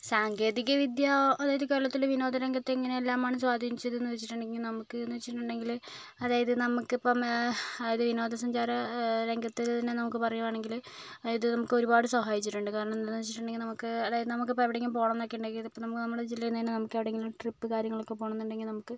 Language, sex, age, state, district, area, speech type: Malayalam, female, 45-60, Kerala, Kozhikode, urban, spontaneous